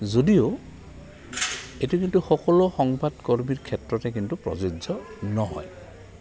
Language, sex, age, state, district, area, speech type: Assamese, male, 60+, Assam, Goalpara, urban, spontaneous